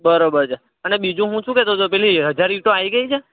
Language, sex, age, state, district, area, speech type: Gujarati, male, 18-30, Gujarat, Anand, urban, conversation